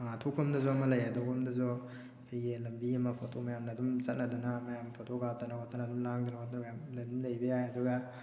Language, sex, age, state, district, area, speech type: Manipuri, male, 18-30, Manipur, Thoubal, rural, spontaneous